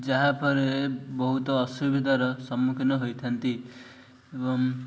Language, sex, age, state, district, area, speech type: Odia, male, 18-30, Odisha, Ganjam, urban, spontaneous